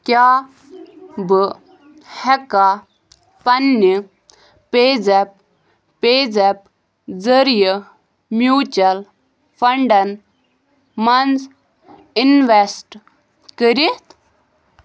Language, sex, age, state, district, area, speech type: Kashmiri, female, 18-30, Jammu and Kashmir, Bandipora, rural, read